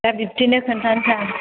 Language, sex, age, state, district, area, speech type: Bodo, female, 18-30, Assam, Kokrajhar, rural, conversation